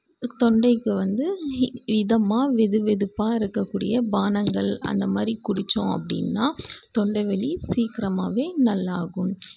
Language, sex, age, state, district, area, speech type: Tamil, female, 18-30, Tamil Nadu, Krishnagiri, rural, spontaneous